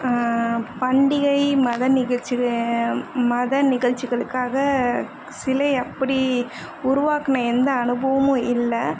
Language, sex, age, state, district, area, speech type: Tamil, female, 30-45, Tamil Nadu, Chennai, urban, spontaneous